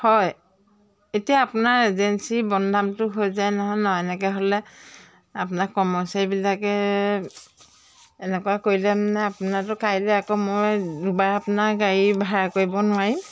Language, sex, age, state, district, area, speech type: Assamese, female, 45-60, Assam, Jorhat, urban, spontaneous